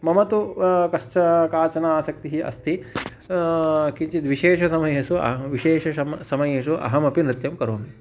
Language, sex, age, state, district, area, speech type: Sanskrit, male, 30-45, Telangana, Hyderabad, urban, spontaneous